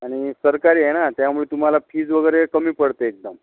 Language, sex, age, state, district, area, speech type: Marathi, male, 60+, Maharashtra, Amravati, rural, conversation